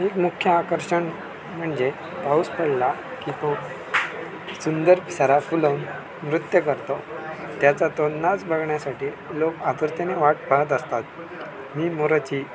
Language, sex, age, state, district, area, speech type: Marathi, male, 18-30, Maharashtra, Sindhudurg, rural, spontaneous